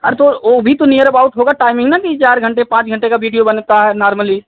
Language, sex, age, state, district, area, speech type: Hindi, male, 30-45, Uttar Pradesh, Azamgarh, rural, conversation